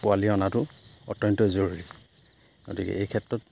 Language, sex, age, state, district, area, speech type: Assamese, male, 30-45, Assam, Charaideo, rural, spontaneous